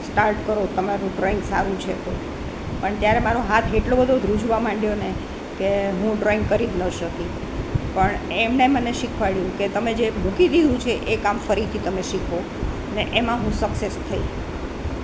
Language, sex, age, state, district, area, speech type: Gujarati, female, 60+, Gujarat, Rajkot, urban, spontaneous